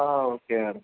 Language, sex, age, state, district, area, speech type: Malayalam, male, 18-30, Kerala, Palakkad, rural, conversation